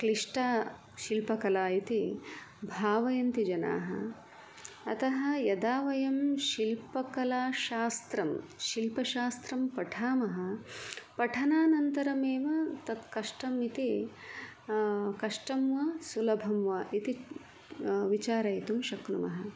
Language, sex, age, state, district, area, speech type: Sanskrit, female, 45-60, Karnataka, Udupi, rural, spontaneous